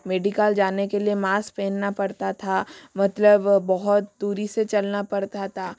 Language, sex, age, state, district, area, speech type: Hindi, female, 30-45, Rajasthan, Jodhpur, rural, spontaneous